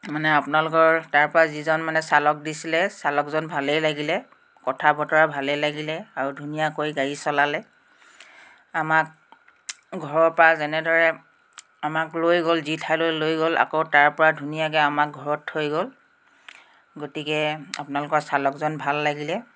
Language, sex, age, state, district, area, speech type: Assamese, female, 45-60, Assam, Tinsukia, urban, spontaneous